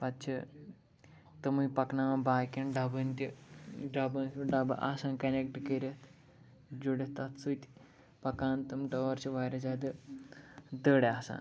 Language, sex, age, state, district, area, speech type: Kashmiri, male, 18-30, Jammu and Kashmir, Pulwama, urban, spontaneous